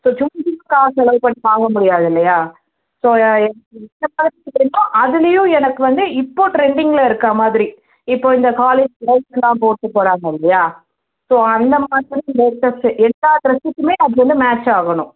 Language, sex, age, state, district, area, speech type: Tamil, female, 30-45, Tamil Nadu, Chennai, urban, conversation